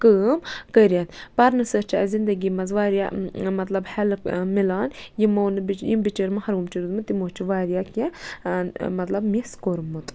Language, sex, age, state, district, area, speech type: Kashmiri, female, 30-45, Jammu and Kashmir, Budgam, rural, spontaneous